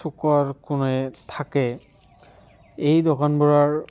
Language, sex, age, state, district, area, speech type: Assamese, male, 18-30, Assam, Barpeta, rural, spontaneous